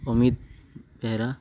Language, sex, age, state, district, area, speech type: Odia, male, 18-30, Odisha, Nuapada, urban, spontaneous